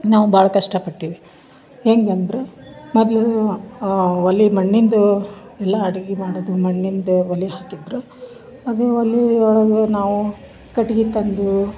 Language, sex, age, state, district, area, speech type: Kannada, female, 30-45, Karnataka, Dharwad, urban, spontaneous